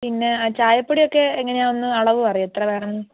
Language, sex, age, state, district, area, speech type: Malayalam, female, 18-30, Kerala, Kozhikode, rural, conversation